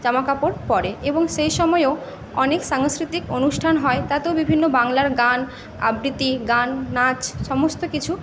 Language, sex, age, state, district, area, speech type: Bengali, female, 18-30, West Bengal, Paschim Medinipur, rural, spontaneous